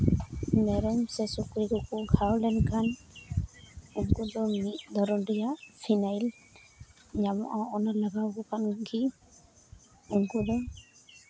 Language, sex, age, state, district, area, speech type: Santali, female, 18-30, West Bengal, Uttar Dinajpur, rural, spontaneous